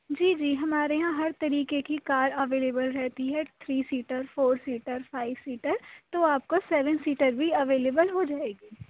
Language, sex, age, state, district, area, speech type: Urdu, female, 30-45, Uttar Pradesh, Aligarh, urban, conversation